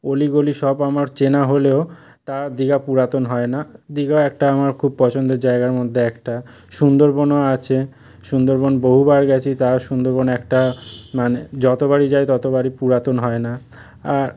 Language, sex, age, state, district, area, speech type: Bengali, male, 30-45, West Bengal, South 24 Parganas, rural, spontaneous